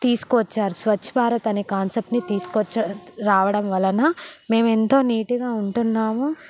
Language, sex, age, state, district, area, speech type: Telugu, female, 18-30, Telangana, Hyderabad, urban, spontaneous